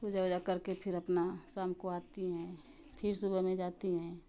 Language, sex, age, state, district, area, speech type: Hindi, female, 30-45, Uttar Pradesh, Ghazipur, rural, spontaneous